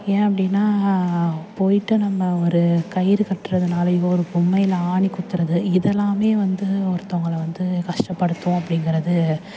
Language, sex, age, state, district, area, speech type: Tamil, female, 30-45, Tamil Nadu, Thanjavur, urban, spontaneous